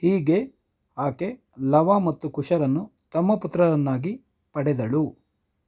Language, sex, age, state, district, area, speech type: Kannada, male, 18-30, Karnataka, Kolar, rural, read